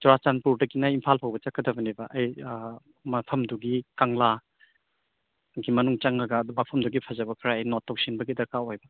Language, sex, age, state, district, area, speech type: Manipuri, male, 30-45, Manipur, Churachandpur, rural, conversation